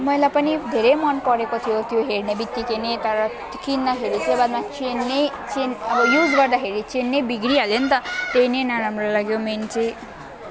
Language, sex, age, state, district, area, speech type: Nepali, female, 18-30, West Bengal, Alipurduar, urban, spontaneous